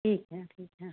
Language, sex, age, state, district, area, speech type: Hindi, female, 45-60, Madhya Pradesh, Balaghat, rural, conversation